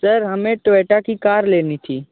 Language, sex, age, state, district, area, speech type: Hindi, male, 18-30, Uttar Pradesh, Jaunpur, urban, conversation